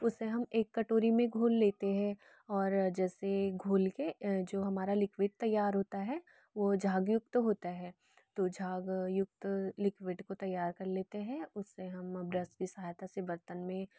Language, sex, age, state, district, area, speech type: Hindi, female, 18-30, Madhya Pradesh, Betul, rural, spontaneous